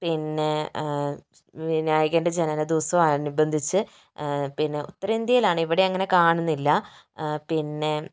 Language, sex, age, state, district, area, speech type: Malayalam, female, 30-45, Kerala, Kozhikode, urban, spontaneous